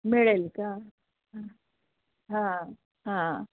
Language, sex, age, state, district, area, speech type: Marathi, female, 45-60, Maharashtra, Osmanabad, rural, conversation